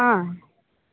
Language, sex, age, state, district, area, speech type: Telugu, female, 18-30, Telangana, Khammam, urban, conversation